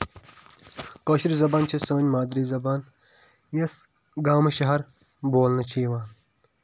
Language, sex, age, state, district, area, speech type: Kashmiri, male, 18-30, Jammu and Kashmir, Kulgam, urban, spontaneous